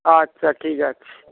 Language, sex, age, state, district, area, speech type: Bengali, male, 60+, West Bengal, Dakshin Dinajpur, rural, conversation